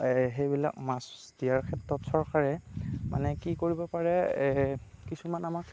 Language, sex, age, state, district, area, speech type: Assamese, male, 45-60, Assam, Darrang, rural, spontaneous